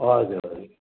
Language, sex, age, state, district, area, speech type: Nepali, male, 60+, West Bengal, Kalimpong, rural, conversation